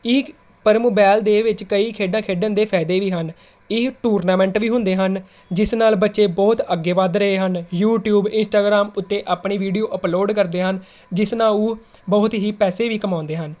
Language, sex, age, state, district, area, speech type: Punjabi, female, 18-30, Punjab, Tarn Taran, urban, spontaneous